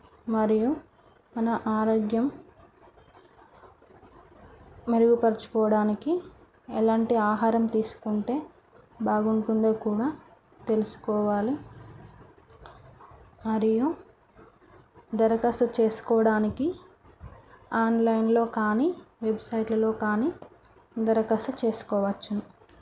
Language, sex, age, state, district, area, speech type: Telugu, female, 30-45, Telangana, Karimnagar, rural, spontaneous